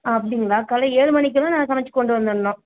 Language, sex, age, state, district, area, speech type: Tamil, female, 30-45, Tamil Nadu, Salem, rural, conversation